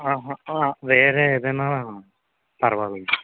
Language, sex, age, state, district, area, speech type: Telugu, male, 30-45, Telangana, Mancherial, rural, conversation